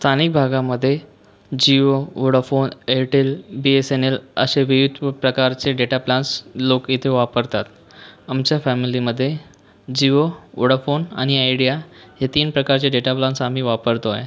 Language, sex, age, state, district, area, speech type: Marathi, male, 18-30, Maharashtra, Buldhana, rural, spontaneous